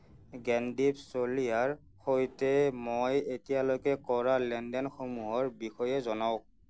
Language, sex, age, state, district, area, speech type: Assamese, male, 30-45, Assam, Nagaon, rural, read